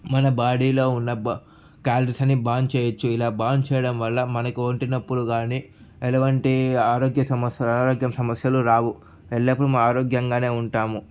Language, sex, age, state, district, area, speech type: Telugu, male, 18-30, Andhra Pradesh, Sri Balaji, urban, spontaneous